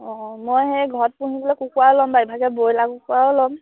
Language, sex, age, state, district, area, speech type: Assamese, female, 18-30, Assam, Sivasagar, rural, conversation